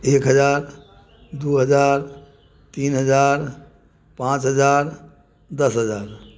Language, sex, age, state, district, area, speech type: Maithili, male, 45-60, Bihar, Muzaffarpur, rural, spontaneous